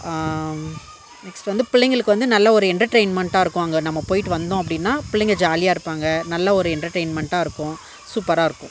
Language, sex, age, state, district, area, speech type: Tamil, female, 30-45, Tamil Nadu, Dharmapuri, rural, spontaneous